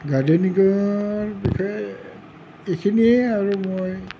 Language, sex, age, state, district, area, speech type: Assamese, male, 60+, Assam, Nalbari, rural, spontaneous